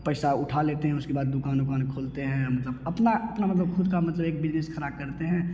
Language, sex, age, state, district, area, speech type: Hindi, male, 18-30, Bihar, Begusarai, urban, spontaneous